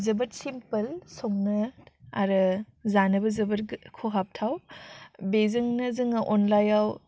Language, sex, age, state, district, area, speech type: Bodo, female, 18-30, Assam, Udalguri, rural, spontaneous